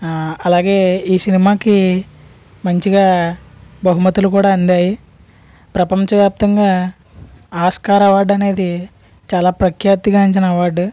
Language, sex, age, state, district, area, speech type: Telugu, male, 60+, Andhra Pradesh, East Godavari, rural, spontaneous